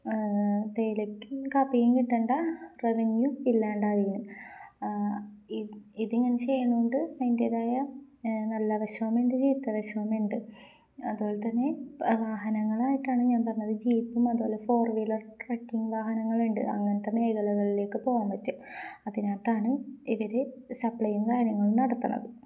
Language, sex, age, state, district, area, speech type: Malayalam, female, 18-30, Kerala, Kozhikode, rural, spontaneous